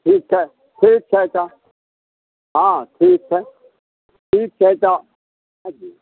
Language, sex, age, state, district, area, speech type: Maithili, male, 60+, Bihar, Samastipur, urban, conversation